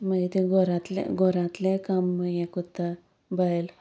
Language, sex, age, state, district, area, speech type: Goan Konkani, female, 30-45, Goa, Sanguem, rural, spontaneous